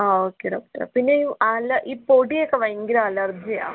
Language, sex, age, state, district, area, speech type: Malayalam, female, 18-30, Kerala, Kozhikode, rural, conversation